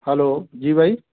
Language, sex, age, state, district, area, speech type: Hindi, male, 45-60, Madhya Pradesh, Gwalior, rural, conversation